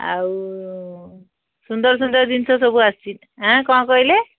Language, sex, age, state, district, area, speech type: Odia, female, 60+, Odisha, Gajapati, rural, conversation